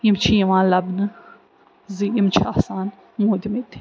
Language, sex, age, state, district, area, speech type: Kashmiri, female, 30-45, Jammu and Kashmir, Srinagar, urban, spontaneous